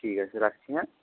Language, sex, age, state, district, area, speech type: Bengali, male, 45-60, West Bengal, Purba Medinipur, rural, conversation